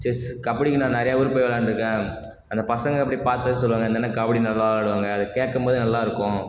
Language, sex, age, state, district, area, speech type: Tamil, male, 30-45, Tamil Nadu, Cuddalore, rural, spontaneous